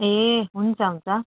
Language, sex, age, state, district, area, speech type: Nepali, female, 18-30, West Bengal, Kalimpong, rural, conversation